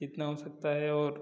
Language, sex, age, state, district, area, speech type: Hindi, male, 30-45, Uttar Pradesh, Prayagraj, urban, spontaneous